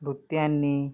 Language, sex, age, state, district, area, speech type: Telugu, male, 18-30, Andhra Pradesh, Srikakulam, urban, spontaneous